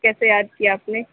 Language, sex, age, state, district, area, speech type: Urdu, female, 18-30, Uttar Pradesh, Mau, urban, conversation